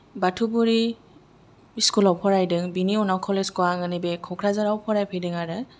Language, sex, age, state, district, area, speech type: Bodo, female, 45-60, Assam, Kokrajhar, rural, spontaneous